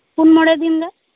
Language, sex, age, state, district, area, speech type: Santali, female, 30-45, West Bengal, Birbhum, rural, conversation